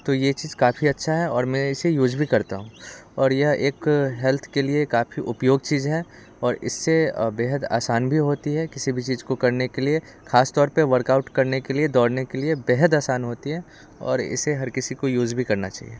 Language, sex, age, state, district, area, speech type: Hindi, male, 18-30, Bihar, Muzaffarpur, urban, spontaneous